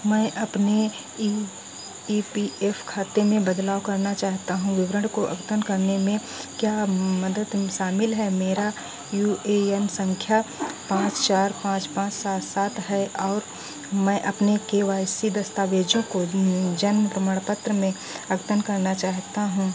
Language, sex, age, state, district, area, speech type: Hindi, female, 45-60, Uttar Pradesh, Sitapur, rural, read